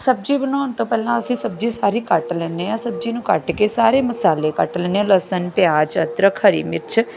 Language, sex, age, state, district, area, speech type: Punjabi, female, 45-60, Punjab, Bathinda, rural, spontaneous